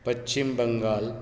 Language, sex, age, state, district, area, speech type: Goan Konkani, male, 60+, Goa, Bardez, rural, spontaneous